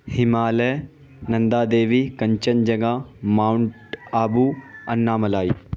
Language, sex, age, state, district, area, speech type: Urdu, male, 18-30, Bihar, Saharsa, rural, spontaneous